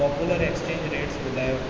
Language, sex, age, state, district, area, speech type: Sindhi, male, 18-30, Rajasthan, Ajmer, urban, read